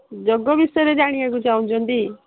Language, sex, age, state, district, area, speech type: Odia, female, 45-60, Odisha, Sundergarh, rural, conversation